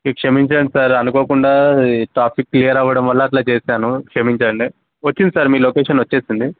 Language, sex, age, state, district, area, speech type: Telugu, male, 18-30, Telangana, Mancherial, rural, conversation